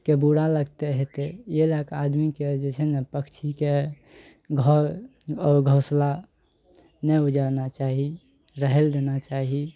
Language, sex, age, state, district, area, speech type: Maithili, male, 18-30, Bihar, Araria, rural, spontaneous